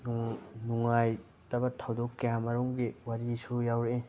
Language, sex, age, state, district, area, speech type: Manipuri, male, 30-45, Manipur, Imphal West, rural, spontaneous